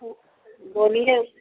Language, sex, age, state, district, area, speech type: Hindi, female, 30-45, Bihar, Begusarai, rural, conversation